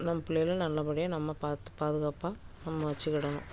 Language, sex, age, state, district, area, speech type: Tamil, female, 30-45, Tamil Nadu, Thoothukudi, urban, spontaneous